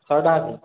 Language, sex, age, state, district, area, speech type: Odia, male, 18-30, Odisha, Khordha, rural, conversation